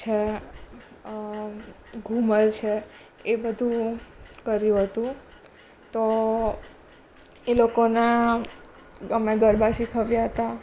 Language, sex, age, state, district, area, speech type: Gujarati, female, 18-30, Gujarat, Surat, urban, spontaneous